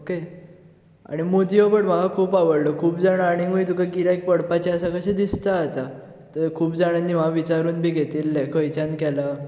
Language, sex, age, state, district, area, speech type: Goan Konkani, male, 18-30, Goa, Bardez, urban, spontaneous